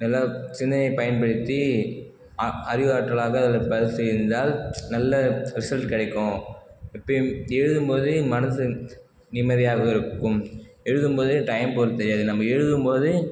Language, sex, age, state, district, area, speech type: Tamil, male, 30-45, Tamil Nadu, Cuddalore, rural, spontaneous